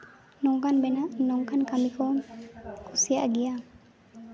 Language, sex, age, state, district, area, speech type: Santali, female, 18-30, West Bengal, Jhargram, rural, spontaneous